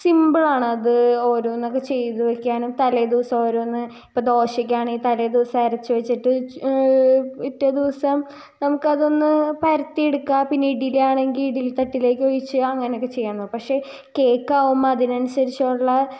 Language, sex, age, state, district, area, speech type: Malayalam, female, 18-30, Kerala, Ernakulam, rural, spontaneous